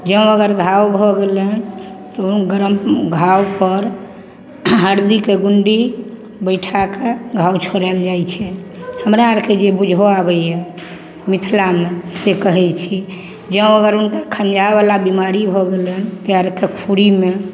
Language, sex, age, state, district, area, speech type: Maithili, female, 45-60, Bihar, Samastipur, urban, spontaneous